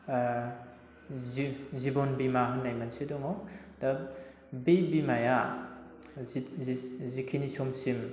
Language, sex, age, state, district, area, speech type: Bodo, male, 18-30, Assam, Udalguri, rural, spontaneous